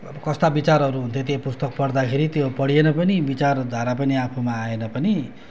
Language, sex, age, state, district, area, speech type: Nepali, male, 45-60, West Bengal, Darjeeling, rural, spontaneous